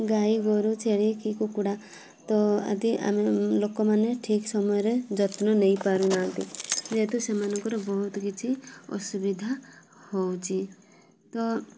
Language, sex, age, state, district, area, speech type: Odia, female, 18-30, Odisha, Mayurbhanj, rural, spontaneous